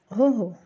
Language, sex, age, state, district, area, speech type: Marathi, female, 30-45, Maharashtra, Nashik, urban, spontaneous